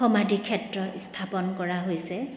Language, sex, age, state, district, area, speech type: Assamese, female, 30-45, Assam, Kamrup Metropolitan, urban, spontaneous